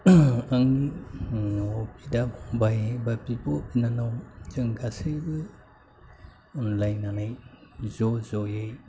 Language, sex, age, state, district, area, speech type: Bodo, male, 30-45, Assam, Chirang, urban, spontaneous